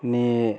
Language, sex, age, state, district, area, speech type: Bengali, male, 60+, West Bengal, Bankura, urban, spontaneous